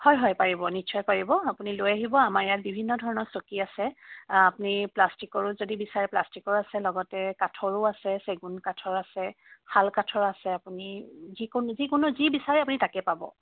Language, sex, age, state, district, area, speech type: Assamese, female, 45-60, Assam, Dibrugarh, rural, conversation